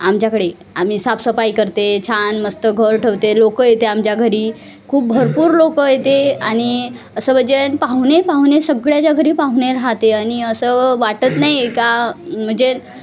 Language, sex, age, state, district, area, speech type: Marathi, female, 30-45, Maharashtra, Wardha, rural, spontaneous